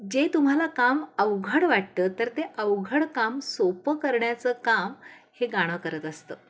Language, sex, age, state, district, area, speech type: Marathi, female, 45-60, Maharashtra, Kolhapur, urban, spontaneous